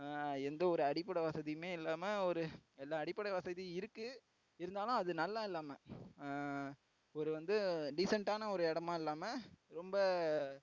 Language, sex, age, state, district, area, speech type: Tamil, male, 18-30, Tamil Nadu, Tiruvarur, urban, spontaneous